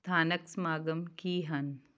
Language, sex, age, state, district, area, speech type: Punjabi, female, 30-45, Punjab, Tarn Taran, rural, read